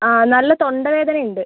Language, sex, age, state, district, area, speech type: Malayalam, female, 18-30, Kerala, Wayanad, rural, conversation